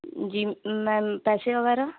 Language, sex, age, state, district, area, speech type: Urdu, female, 30-45, Uttar Pradesh, Lucknow, rural, conversation